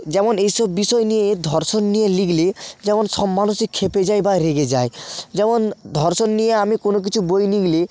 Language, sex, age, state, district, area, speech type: Bengali, male, 30-45, West Bengal, North 24 Parganas, rural, spontaneous